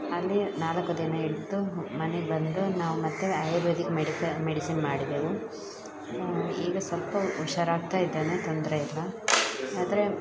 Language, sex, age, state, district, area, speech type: Kannada, female, 30-45, Karnataka, Dakshina Kannada, rural, spontaneous